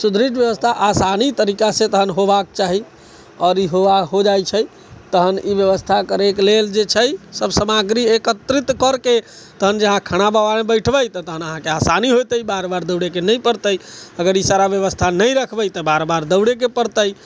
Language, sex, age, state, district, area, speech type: Maithili, male, 60+, Bihar, Sitamarhi, rural, spontaneous